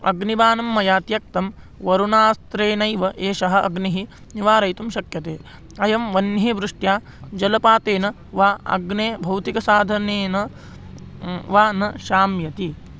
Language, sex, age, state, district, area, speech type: Sanskrit, male, 18-30, Maharashtra, Beed, urban, spontaneous